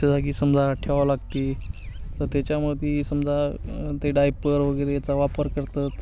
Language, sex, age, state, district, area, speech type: Marathi, male, 18-30, Maharashtra, Hingoli, urban, spontaneous